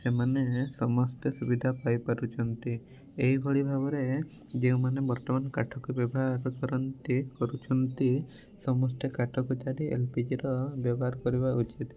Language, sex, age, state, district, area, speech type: Odia, male, 18-30, Odisha, Mayurbhanj, rural, spontaneous